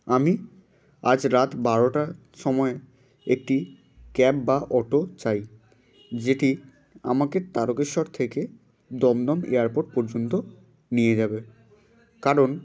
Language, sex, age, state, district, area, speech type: Bengali, male, 18-30, West Bengal, Hooghly, urban, spontaneous